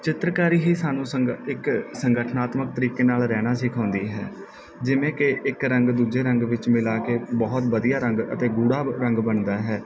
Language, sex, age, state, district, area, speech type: Punjabi, male, 18-30, Punjab, Bathinda, rural, spontaneous